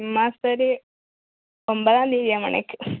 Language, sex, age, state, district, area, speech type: Malayalam, female, 18-30, Kerala, Wayanad, rural, conversation